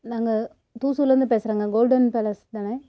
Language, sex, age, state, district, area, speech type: Tamil, female, 30-45, Tamil Nadu, Namakkal, rural, spontaneous